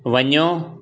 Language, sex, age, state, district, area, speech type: Sindhi, male, 60+, Maharashtra, Mumbai Suburban, urban, read